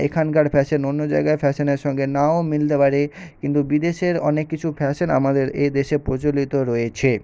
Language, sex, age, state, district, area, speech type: Bengali, male, 18-30, West Bengal, Nadia, urban, spontaneous